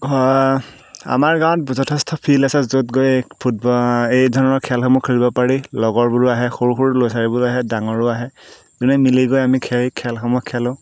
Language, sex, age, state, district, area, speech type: Assamese, male, 18-30, Assam, Golaghat, urban, spontaneous